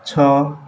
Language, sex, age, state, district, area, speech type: Odia, male, 18-30, Odisha, Kendrapara, urban, read